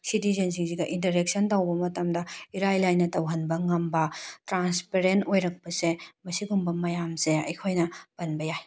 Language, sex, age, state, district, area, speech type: Manipuri, female, 18-30, Manipur, Tengnoupal, rural, spontaneous